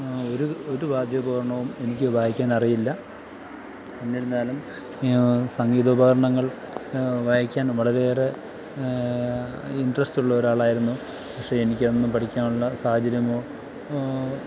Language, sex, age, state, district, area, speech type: Malayalam, male, 30-45, Kerala, Thiruvananthapuram, rural, spontaneous